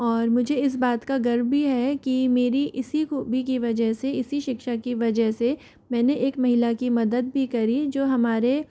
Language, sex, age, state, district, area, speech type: Hindi, female, 30-45, Rajasthan, Jaipur, urban, spontaneous